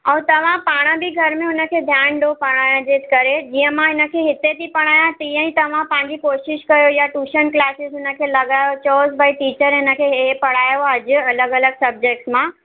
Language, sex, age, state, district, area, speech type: Sindhi, female, 30-45, Maharashtra, Mumbai Suburban, urban, conversation